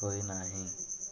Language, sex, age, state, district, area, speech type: Odia, male, 18-30, Odisha, Ganjam, urban, spontaneous